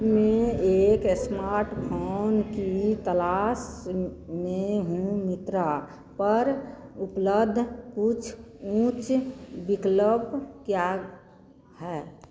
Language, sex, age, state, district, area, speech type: Hindi, female, 45-60, Bihar, Madhepura, rural, read